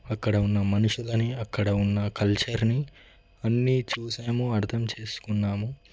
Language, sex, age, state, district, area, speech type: Telugu, male, 18-30, Telangana, Ranga Reddy, urban, spontaneous